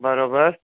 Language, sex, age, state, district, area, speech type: Sindhi, male, 60+, Gujarat, Kutch, rural, conversation